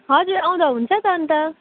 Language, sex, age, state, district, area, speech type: Nepali, female, 18-30, West Bengal, Jalpaiguri, rural, conversation